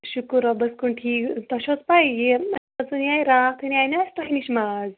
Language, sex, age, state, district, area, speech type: Kashmiri, female, 30-45, Jammu and Kashmir, Shopian, rural, conversation